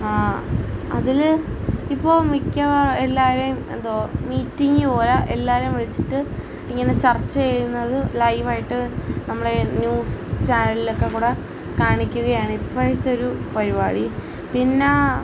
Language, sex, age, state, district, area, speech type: Malayalam, female, 18-30, Kerala, Alappuzha, rural, spontaneous